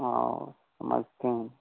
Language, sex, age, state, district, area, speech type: Hindi, male, 18-30, Bihar, Madhepura, rural, conversation